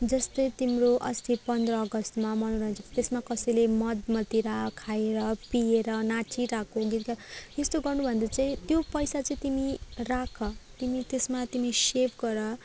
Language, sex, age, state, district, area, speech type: Nepali, female, 18-30, West Bengal, Darjeeling, rural, spontaneous